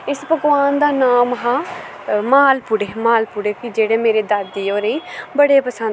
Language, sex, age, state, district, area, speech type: Dogri, female, 18-30, Jammu and Kashmir, Udhampur, rural, spontaneous